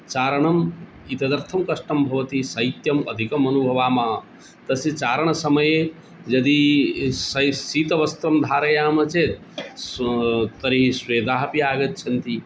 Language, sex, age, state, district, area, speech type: Sanskrit, male, 45-60, Odisha, Cuttack, rural, spontaneous